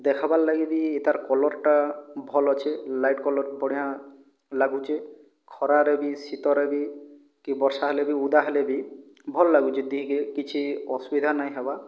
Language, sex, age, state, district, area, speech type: Odia, male, 45-60, Odisha, Boudh, rural, spontaneous